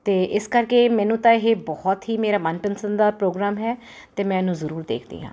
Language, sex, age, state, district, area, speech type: Punjabi, female, 45-60, Punjab, Ludhiana, urban, spontaneous